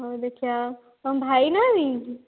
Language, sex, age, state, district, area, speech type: Odia, female, 18-30, Odisha, Dhenkanal, rural, conversation